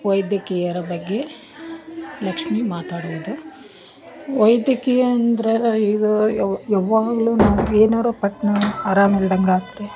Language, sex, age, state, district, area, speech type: Kannada, female, 30-45, Karnataka, Dharwad, urban, spontaneous